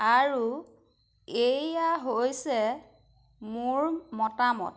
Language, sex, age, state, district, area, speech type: Assamese, female, 30-45, Assam, Majuli, urban, read